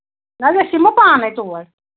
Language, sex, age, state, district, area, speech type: Kashmiri, female, 45-60, Jammu and Kashmir, Anantnag, rural, conversation